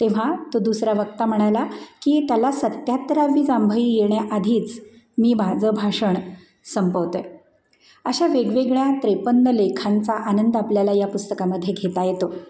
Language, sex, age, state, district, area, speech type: Marathi, female, 45-60, Maharashtra, Satara, urban, spontaneous